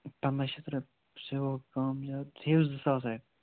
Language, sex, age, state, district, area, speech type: Kashmiri, male, 30-45, Jammu and Kashmir, Srinagar, urban, conversation